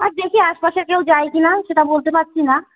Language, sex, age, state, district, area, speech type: Bengali, female, 30-45, West Bengal, Howrah, urban, conversation